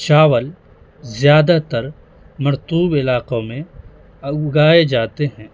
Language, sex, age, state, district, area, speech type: Urdu, male, 18-30, Bihar, Madhubani, rural, spontaneous